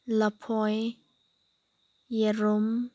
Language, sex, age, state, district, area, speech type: Manipuri, female, 18-30, Manipur, Senapati, rural, spontaneous